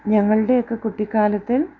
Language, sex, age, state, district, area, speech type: Malayalam, female, 30-45, Kerala, Idukki, rural, spontaneous